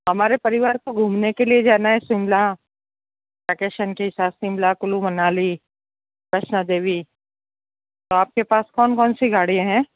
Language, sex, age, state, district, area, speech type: Hindi, female, 45-60, Rajasthan, Jodhpur, urban, conversation